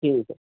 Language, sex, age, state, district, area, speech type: Marathi, male, 45-60, Maharashtra, Osmanabad, rural, conversation